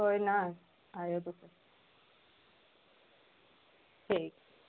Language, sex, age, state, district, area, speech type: Dogri, female, 18-30, Jammu and Kashmir, Samba, urban, conversation